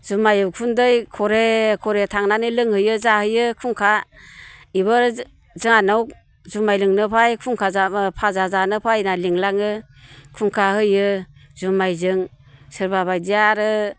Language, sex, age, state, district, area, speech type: Bodo, female, 60+, Assam, Baksa, urban, spontaneous